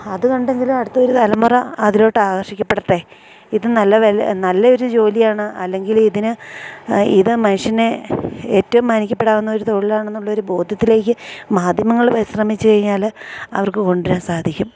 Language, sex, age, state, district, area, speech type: Malayalam, female, 45-60, Kerala, Idukki, rural, spontaneous